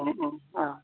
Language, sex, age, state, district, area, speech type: Bodo, male, 45-60, Assam, Kokrajhar, urban, conversation